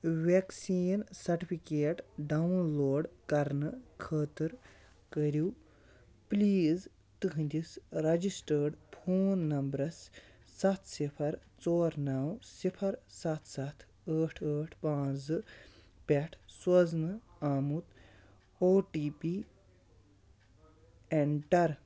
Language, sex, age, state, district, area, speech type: Kashmiri, male, 60+, Jammu and Kashmir, Baramulla, rural, read